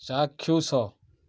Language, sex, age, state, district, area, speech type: Odia, male, 45-60, Odisha, Kalahandi, rural, read